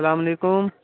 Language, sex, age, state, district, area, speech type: Urdu, male, 30-45, Uttar Pradesh, Muzaffarnagar, urban, conversation